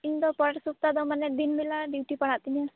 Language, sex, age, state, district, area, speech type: Santali, female, 18-30, West Bengal, Purba Bardhaman, rural, conversation